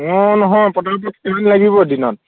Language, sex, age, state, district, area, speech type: Assamese, male, 18-30, Assam, Sivasagar, rural, conversation